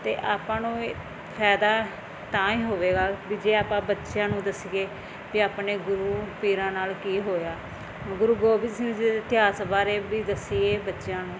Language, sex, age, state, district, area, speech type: Punjabi, female, 30-45, Punjab, Firozpur, rural, spontaneous